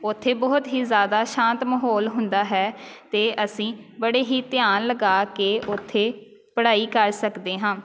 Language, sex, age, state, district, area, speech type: Punjabi, female, 18-30, Punjab, Amritsar, urban, spontaneous